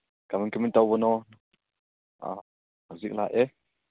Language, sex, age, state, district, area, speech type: Manipuri, male, 30-45, Manipur, Churachandpur, rural, conversation